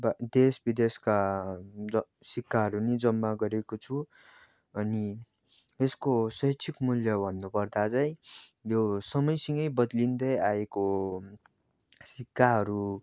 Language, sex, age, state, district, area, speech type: Nepali, male, 18-30, West Bengal, Darjeeling, rural, spontaneous